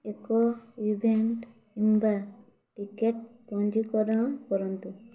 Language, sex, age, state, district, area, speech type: Odia, female, 18-30, Odisha, Mayurbhanj, rural, read